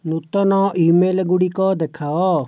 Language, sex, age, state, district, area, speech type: Odia, male, 45-60, Odisha, Jajpur, rural, read